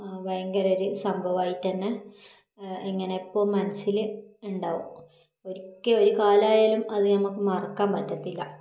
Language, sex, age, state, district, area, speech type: Malayalam, female, 30-45, Kerala, Kannur, rural, spontaneous